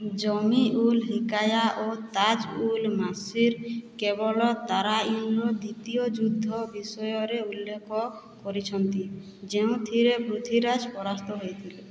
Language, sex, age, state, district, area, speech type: Odia, female, 45-60, Odisha, Boudh, rural, read